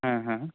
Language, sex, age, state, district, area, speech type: Kannada, male, 30-45, Karnataka, Gulbarga, rural, conversation